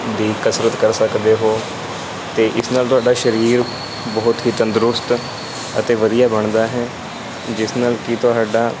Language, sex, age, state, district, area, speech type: Punjabi, male, 18-30, Punjab, Kapurthala, rural, spontaneous